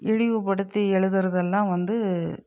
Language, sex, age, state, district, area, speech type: Tamil, female, 60+, Tamil Nadu, Dharmapuri, urban, spontaneous